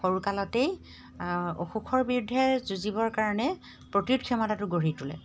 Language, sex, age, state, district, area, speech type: Assamese, female, 45-60, Assam, Golaghat, rural, spontaneous